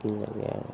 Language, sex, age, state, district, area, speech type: Assamese, male, 18-30, Assam, Sonitpur, urban, spontaneous